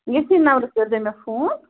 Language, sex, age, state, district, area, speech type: Kashmiri, female, 18-30, Jammu and Kashmir, Bandipora, rural, conversation